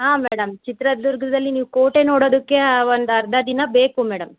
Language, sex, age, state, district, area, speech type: Kannada, female, 30-45, Karnataka, Chitradurga, rural, conversation